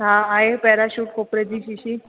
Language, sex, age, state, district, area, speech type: Sindhi, female, 30-45, Maharashtra, Thane, urban, conversation